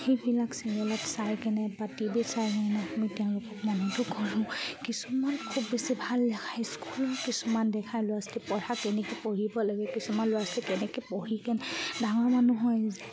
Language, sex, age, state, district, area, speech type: Assamese, female, 45-60, Assam, Charaideo, rural, spontaneous